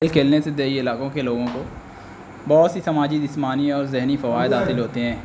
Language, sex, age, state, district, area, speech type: Urdu, male, 18-30, Uttar Pradesh, Azamgarh, rural, spontaneous